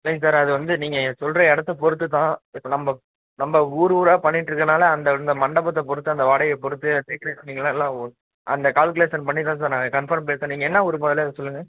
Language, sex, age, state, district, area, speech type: Tamil, male, 18-30, Tamil Nadu, Perambalur, rural, conversation